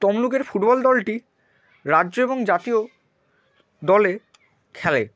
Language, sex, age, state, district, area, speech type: Bengali, male, 30-45, West Bengal, Purba Medinipur, rural, spontaneous